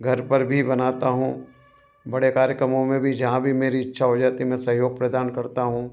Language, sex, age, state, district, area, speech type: Hindi, male, 45-60, Madhya Pradesh, Ujjain, urban, spontaneous